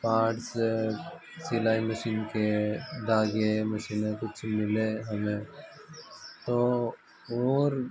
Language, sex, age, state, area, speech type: Hindi, male, 30-45, Madhya Pradesh, rural, spontaneous